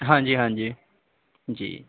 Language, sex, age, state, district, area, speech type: Punjabi, male, 18-30, Punjab, Barnala, rural, conversation